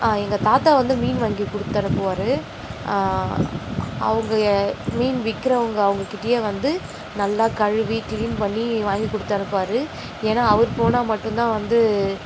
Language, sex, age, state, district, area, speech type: Tamil, female, 30-45, Tamil Nadu, Nagapattinam, rural, spontaneous